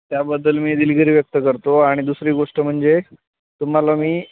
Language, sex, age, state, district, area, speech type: Marathi, male, 30-45, Maharashtra, Beed, rural, conversation